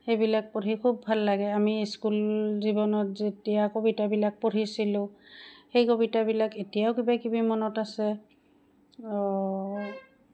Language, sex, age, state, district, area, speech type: Assamese, female, 45-60, Assam, Goalpara, rural, spontaneous